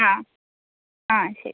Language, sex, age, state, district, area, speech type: Malayalam, female, 18-30, Kerala, Kasaragod, rural, conversation